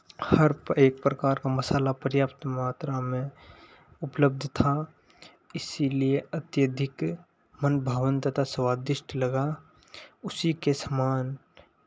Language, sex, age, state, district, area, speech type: Hindi, male, 18-30, Rajasthan, Nagaur, rural, spontaneous